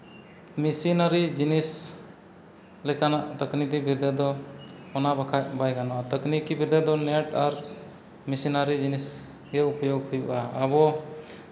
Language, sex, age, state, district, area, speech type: Santali, male, 30-45, Jharkhand, East Singhbhum, rural, spontaneous